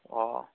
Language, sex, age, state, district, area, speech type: Manipuri, male, 18-30, Manipur, Kakching, rural, conversation